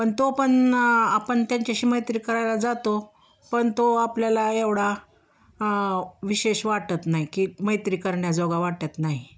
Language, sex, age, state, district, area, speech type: Marathi, female, 45-60, Maharashtra, Osmanabad, rural, spontaneous